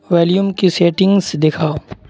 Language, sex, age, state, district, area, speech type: Urdu, male, 18-30, Bihar, Supaul, rural, read